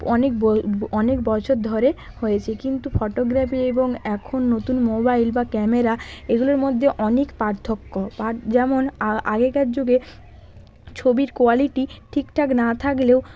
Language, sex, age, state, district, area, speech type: Bengali, female, 18-30, West Bengal, Purba Medinipur, rural, spontaneous